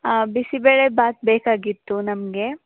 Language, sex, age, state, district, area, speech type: Kannada, female, 18-30, Karnataka, Mandya, rural, conversation